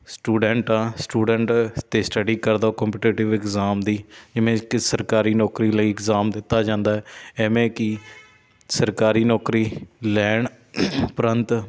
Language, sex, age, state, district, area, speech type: Punjabi, male, 30-45, Punjab, Shaheed Bhagat Singh Nagar, rural, spontaneous